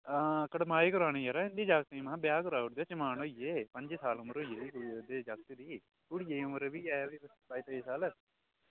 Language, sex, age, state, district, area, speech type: Dogri, male, 18-30, Jammu and Kashmir, Udhampur, urban, conversation